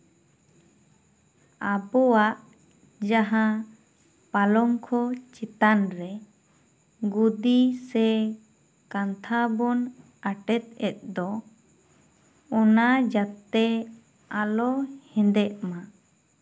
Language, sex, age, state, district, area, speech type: Santali, female, 18-30, West Bengal, Bankura, rural, spontaneous